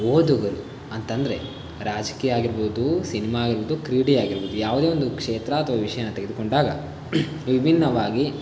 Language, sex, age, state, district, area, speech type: Kannada, male, 18-30, Karnataka, Davanagere, rural, spontaneous